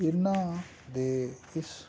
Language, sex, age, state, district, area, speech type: Punjabi, male, 45-60, Punjab, Amritsar, rural, spontaneous